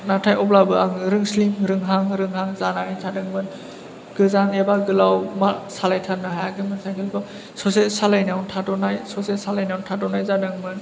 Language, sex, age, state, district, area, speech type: Bodo, male, 18-30, Assam, Chirang, rural, spontaneous